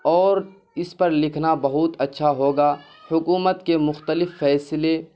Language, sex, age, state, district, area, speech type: Urdu, male, 18-30, Bihar, Purnia, rural, spontaneous